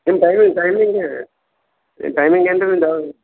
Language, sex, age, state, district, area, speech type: Kannada, male, 60+, Karnataka, Gulbarga, urban, conversation